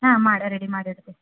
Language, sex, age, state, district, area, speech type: Kannada, female, 30-45, Karnataka, Gadag, rural, conversation